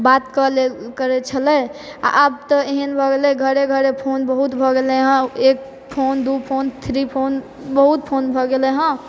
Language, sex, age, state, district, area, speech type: Maithili, male, 30-45, Bihar, Supaul, rural, spontaneous